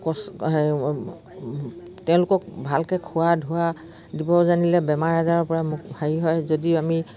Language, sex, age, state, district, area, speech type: Assamese, female, 60+, Assam, Dibrugarh, rural, spontaneous